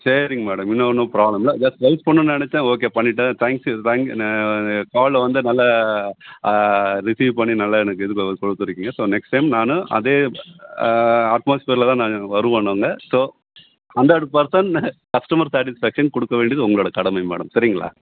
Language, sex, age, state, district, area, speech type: Tamil, male, 60+, Tamil Nadu, Tenkasi, rural, conversation